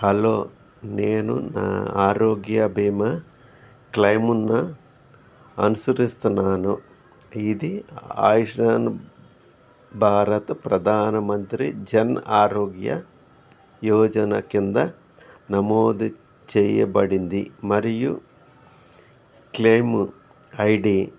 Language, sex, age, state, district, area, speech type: Telugu, male, 60+, Andhra Pradesh, N T Rama Rao, urban, read